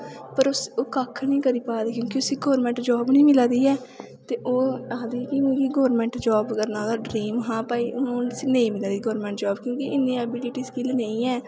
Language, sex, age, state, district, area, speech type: Dogri, female, 18-30, Jammu and Kashmir, Kathua, rural, spontaneous